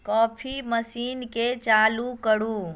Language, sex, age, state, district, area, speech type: Maithili, female, 30-45, Bihar, Madhubani, rural, read